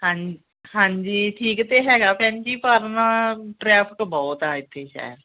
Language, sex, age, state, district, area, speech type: Punjabi, female, 45-60, Punjab, Gurdaspur, rural, conversation